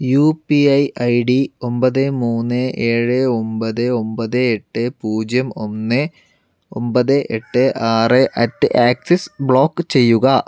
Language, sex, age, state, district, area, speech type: Malayalam, male, 45-60, Kerala, Palakkad, rural, read